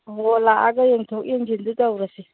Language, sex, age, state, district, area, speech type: Manipuri, female, 45-60, Manipur, Churachandpur, urban, conversation